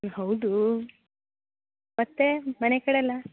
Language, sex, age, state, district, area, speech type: Kannada, female, 30-45, Karnataka, Uttara Kannada, rural, conversation